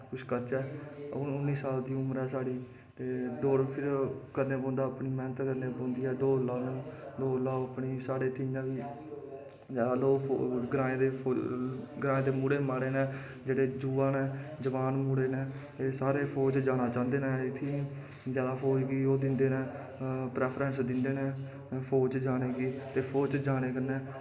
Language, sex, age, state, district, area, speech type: Dogri, male, 18-30, Jammu and Kashmir, Kathua, rural, spontaneous